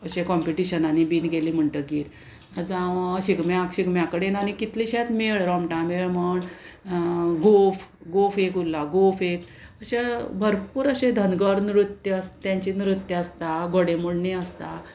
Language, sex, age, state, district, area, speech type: Goan Konkani, female, 45-60, Goa, Murmgao, urban, spontaneous